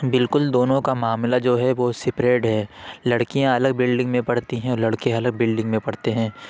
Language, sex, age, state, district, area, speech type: Urdu, male, 30-45, Uttar Pradesh, Lucknow, urban, spontaneous